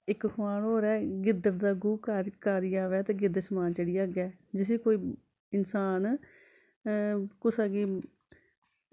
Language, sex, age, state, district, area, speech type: Dogri, female, 45-60, Jammu and Kashmir, Samba, urban, spontaneous